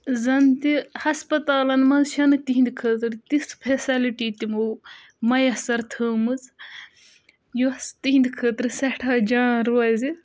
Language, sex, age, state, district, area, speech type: Kashmiri, female, 18-30, Jammu and Kashmir, Budgam, rural, spontaneous